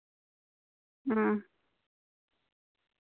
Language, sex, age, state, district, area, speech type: Santali, female, 45-60, Jharkhand, Pakur, rural, conversation